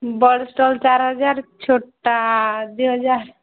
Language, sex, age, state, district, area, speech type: Odia, female, 18-30, Odisha, Subarnapur, urban, conversation